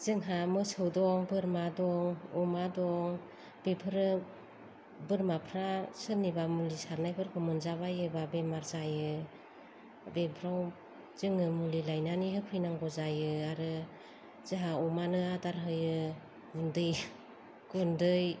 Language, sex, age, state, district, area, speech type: Bodo, female, 45-60, Assam, Kokrajhar, rural, spontaneous